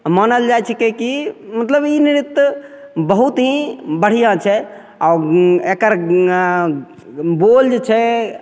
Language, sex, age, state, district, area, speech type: Maithili, male, 30-45, Bihar, Begusarai, urban, spontaneous